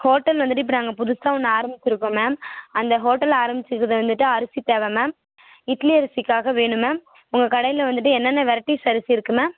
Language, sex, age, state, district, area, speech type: Tamil, female, 18-30, Tamil Nadu, Mayiladuthurai, urban, conversation